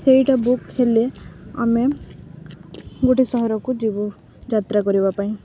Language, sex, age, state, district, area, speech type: Odia, female, 18-30, Odisha, Balangir, urban, spontaneous